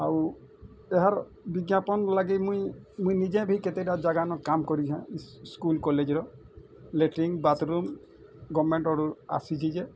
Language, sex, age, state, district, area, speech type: Odia, male, 45-60, Odisha, Bargarh, urban, spontaneous